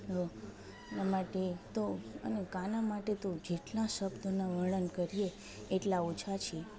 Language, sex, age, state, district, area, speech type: Gujarati, female, 30-45, Gujarat, Junagadh, rural, spontaneous